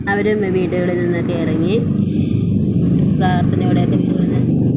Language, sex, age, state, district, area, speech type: Malayalam, female, 30-45, Kerala, Thiruvananthapuram, rural, spontaneous